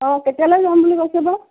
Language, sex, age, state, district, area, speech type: Assamese, female, 45-60, Assam, Lakhimpur, rural, conversation